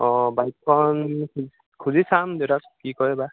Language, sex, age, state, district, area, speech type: Assamese, male, 18-30, Assam, Sivasagar, rural, conversation